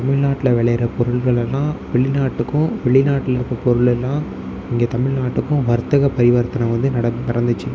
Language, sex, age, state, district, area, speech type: Tamil, male, 18-30, Tamil Nadu, Tiruvarur, urban, spontaneous